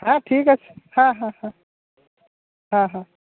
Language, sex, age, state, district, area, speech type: Bengali, male, 30-45, West Bengal, Jalpaiguri, rural, conversation